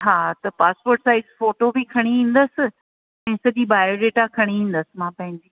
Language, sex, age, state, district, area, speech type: Sindhi, female, 60+, Rajasthan, Ajmer, urban, conversation